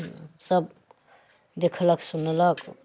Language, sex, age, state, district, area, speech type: Maithili, female, 45-60, Bihar, Muzaffarpur, rural, spontaneous